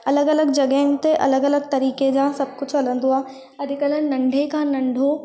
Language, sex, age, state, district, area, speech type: Sindhi, female, 18-30, Madhya Pradesh, Katni, urban, spontaneous